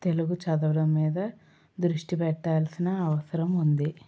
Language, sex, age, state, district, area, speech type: Telugu, female, 18-30, Andhra Pradesh, Anakapalli, rural, spontaneous